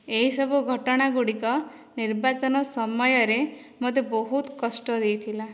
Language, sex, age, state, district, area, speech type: Odia, female, 18-30, Odisha, Dhenkanal, rural, spontaneous